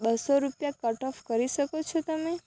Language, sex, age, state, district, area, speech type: Gujarati, female, 18-30, Gujarat, Valsad, rural, spontaneous